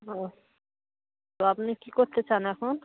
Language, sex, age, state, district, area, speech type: Bengali, female, 30-45, West Bengal, Dakshin Dinajpur, urban, conversation